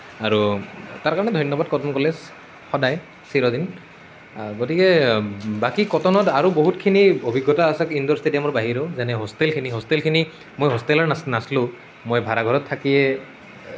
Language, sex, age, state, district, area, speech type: Assamese, male, 18-30, Assam, Nalbari, rural, spontaneous